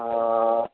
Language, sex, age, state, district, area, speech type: Gujarati, male, 30-45, Gujarat, Anand, urban, conversation